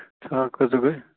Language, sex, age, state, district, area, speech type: Kashmiri, male, 30-45, Jammu and Kashmir, Bandipora, rural, conversation